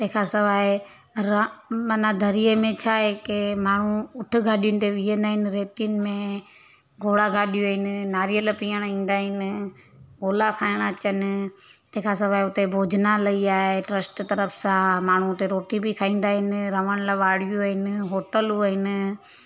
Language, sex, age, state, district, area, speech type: Sindhi, female, 30-45, Gujarat, Surat, urban, spontaneous